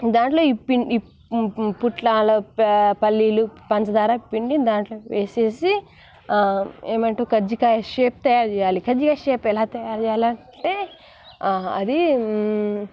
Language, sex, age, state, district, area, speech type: Telugu, female, 18-30, Telangana, Nalgonda, rural, spontaneous